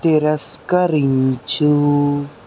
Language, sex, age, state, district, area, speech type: Telugu, male, 30-45, Andhra Pradesh, N T Rama Rao, urban, read